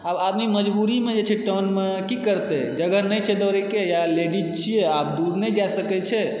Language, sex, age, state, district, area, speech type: Maithili, male, 18-30, Bihar, Supaul, urban, spontaneous